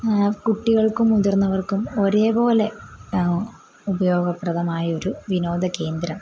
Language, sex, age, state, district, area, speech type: Malayalam, female, 18-30, Kerala, Kottayam, rural, spontaneous